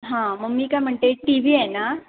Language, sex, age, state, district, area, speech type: Marathi, female, 18-30, Maharashtra, Sindhudurg, urban, conversation